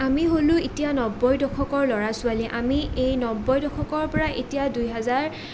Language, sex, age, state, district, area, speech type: Assamese, female, 18-30, Assam, Nalbari, rural, spontaneous